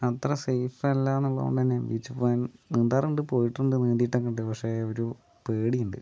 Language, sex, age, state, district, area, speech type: Malayalam, male, 18-30, Kerala, Palakkad, urban, spontaneous